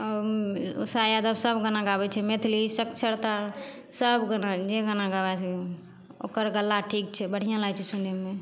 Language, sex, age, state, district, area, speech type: Maithili, female, 18-30, Bihar, Madhepura, rural, spontaneous